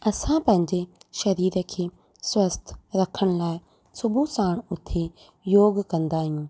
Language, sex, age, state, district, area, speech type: Sindhi, female, 30-45, Rajasthan, Ajmer, urban, spontaneous